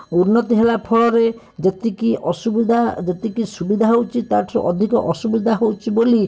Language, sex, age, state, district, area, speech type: Odia, male, 45-60, Odisha, Bhadrak, rural, spontaneous